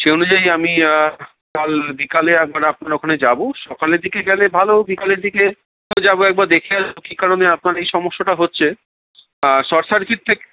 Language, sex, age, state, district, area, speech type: Bengali, male, 45-60, West Bengal, Darjeeling, rural, conversation